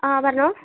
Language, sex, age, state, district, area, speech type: Malayalam, female, 18-30, Kerala, Wayanad, rural, conversation